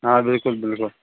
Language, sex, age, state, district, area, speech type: Kashmiri, male, 30-45, Jammu and Kashmir, Kulgam, rural, conversation